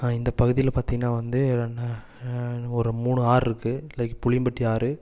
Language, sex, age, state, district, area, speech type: Tamil, male, 30-45, Tamil Nadu, Erode, rural, spontaneous